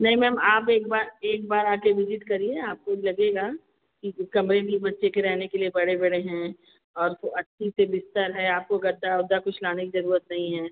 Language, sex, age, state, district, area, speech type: Hindi, female, 60+, Uttar Pradesh, Azamgarh, rural, conversation